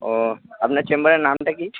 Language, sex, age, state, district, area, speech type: Bengali, male, 18-30, West Bengal, Purba Bardhaman, urban, conversation